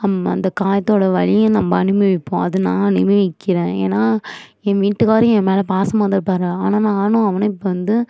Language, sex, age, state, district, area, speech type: Tamil, female, 18-30, Tamil Nadu, Nagapattinam, urban, spontaneous